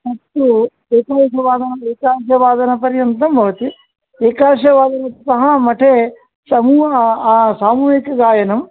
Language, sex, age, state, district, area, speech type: Sanskrit, male, 30-45, Karnataka, Vijayapura, urban, conversation